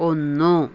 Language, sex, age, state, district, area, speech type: Malayalam, female, 60+, Kerala, Palakkad, rural, read